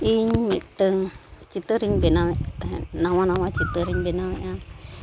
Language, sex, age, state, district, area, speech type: Santali, female, 45-60, Jharkhand, East Singhbhum, rural, spontaneous